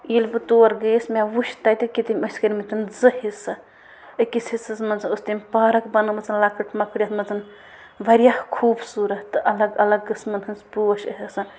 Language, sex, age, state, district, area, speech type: Kashmiri, female, 18-30, Jammu and Kashmir, Bandipora, rural, spontaneous